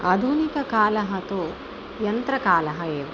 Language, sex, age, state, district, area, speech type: Sanskrit, female, 45-60, Tamil Nadu, Chennai, urban, spontaneous